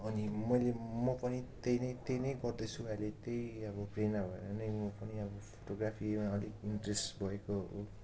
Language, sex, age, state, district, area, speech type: Nepali, male, 18-30, West Bengal, Darjeeling, rural, spontaneous